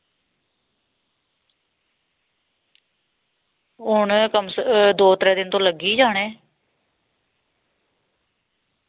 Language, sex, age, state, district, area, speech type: Dogri, female, 30-45, Jammu and Kashmir, Samba, rural, conversation